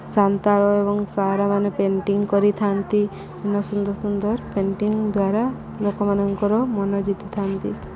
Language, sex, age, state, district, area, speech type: Odia, female, 30-45, Odisha, Subarnapur, urban, spontaneous